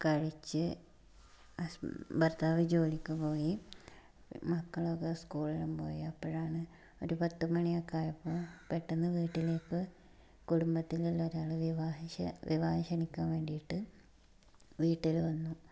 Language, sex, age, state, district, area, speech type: Malayalam, female, 18-30, Kerala, Malappuram, rural, spontaneous